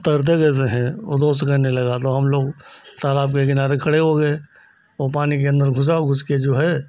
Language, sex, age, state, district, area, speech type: Hindi, male, 60+, Uttar Pradesh, Lucknow, rural, spontaneous